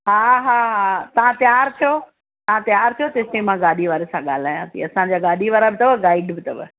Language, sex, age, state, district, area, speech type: Sindhi, female, 60+, Gujarat, Surat, urban, conversation